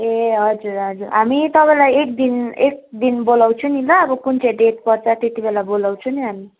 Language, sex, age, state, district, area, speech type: Nepali, female, 18-30, West Bengal, Darjeeling, rural, conversation